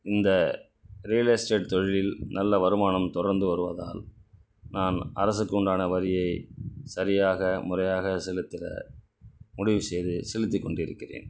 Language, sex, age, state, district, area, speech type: Tamil, male, 60+, Tamil Nadu, Ariyalur, rural, spontaneous